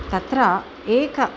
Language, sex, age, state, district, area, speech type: Sanskrit, female, 45-60, Tamil Nadu, Chennai, urban, spontaneous